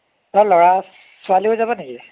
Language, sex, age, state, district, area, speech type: Assamese, male, 30-45, Assam, Biswanath, rural, conversation